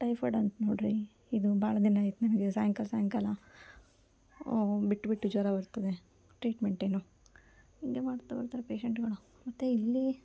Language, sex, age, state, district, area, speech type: Kannada, female, 18-30, Karnataka, Koppal, urban, spontaneous